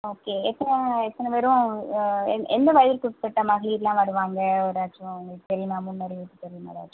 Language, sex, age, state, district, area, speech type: Tamil, female, 45-60, Tamil Nadu, Pudukkottai, urban, conversation